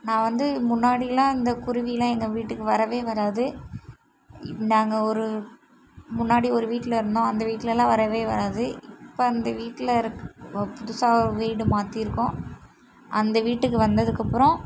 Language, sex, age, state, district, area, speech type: Tamil, female, 18-30, Tamil Nadu, Mayiladuthurai, urban, spontaneous